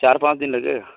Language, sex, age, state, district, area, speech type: Hindi, male, 30-45, Rajasthan, Nagaur, rural, conversation